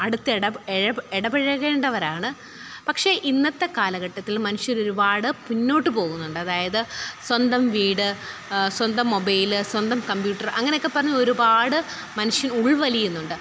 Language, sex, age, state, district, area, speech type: Malayalam, female, 30-45, Kerala, Pathanamthitta, rural, spontaneous